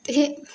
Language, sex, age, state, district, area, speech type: Marathi, female, 18-30, Maharashtra, Wardha, rural, spontaneous